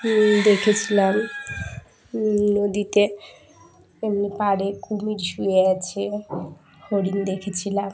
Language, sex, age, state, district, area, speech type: Bengali, female, 18-30, West Bengal, Dakshin Dinajpur, urban, spontaneous